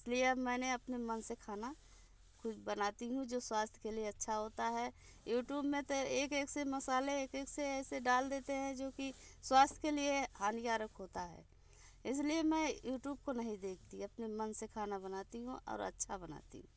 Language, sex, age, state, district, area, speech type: Hindi, female, 60+, Uttar Pradesh, Bhadohi, urban, spontaneous